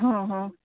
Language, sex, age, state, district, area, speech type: Gujarati, female, 30-45, Gujarat, Rajkot, rural, conversation